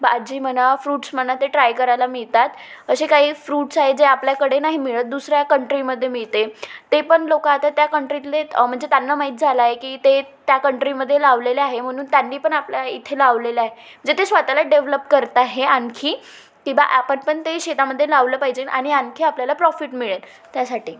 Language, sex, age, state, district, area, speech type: Marathi, female, 18-30, Maharashtra, Wardha, rural, spontaneous